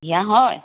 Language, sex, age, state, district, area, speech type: Assamese, female, 30-45, Assam, Biswanath, rural, conversation